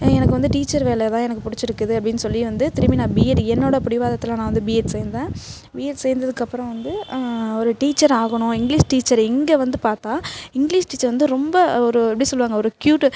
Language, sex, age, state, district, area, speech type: Tamil, female, 18-30, Tamil Nadu, Thanjavur, urban, spontaneous